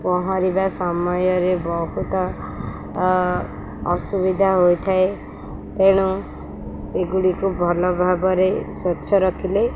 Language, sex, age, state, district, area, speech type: Odia, female, 18-30, Odisha, Sundergarh, urban, spontaneous